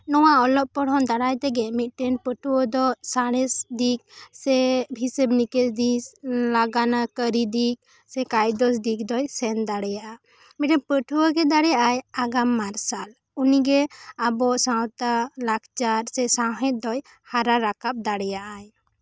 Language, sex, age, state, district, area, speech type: Santali, female, 18-30, West Bengal, Bankura, rural, spontaneous